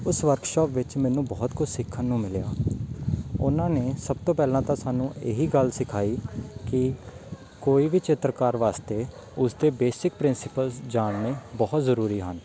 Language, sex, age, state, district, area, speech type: Punjabi, male, 18-30, Punjab, Patiala, urban, spontaneous